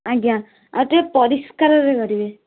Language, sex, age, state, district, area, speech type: Odia, female, 18-30, Odisha, Kendujhar, urban, conversation